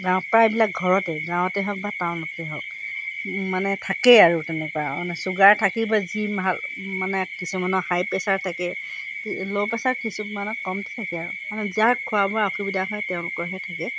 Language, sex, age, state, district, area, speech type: Assamese, female, 60+, Assam, Golaghat, urban, spontaneous